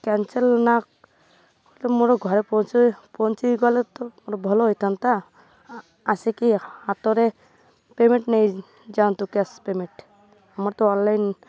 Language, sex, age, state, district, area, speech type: Odia, female, 30-45, Odisha, Malkangiri, urban, spontaneous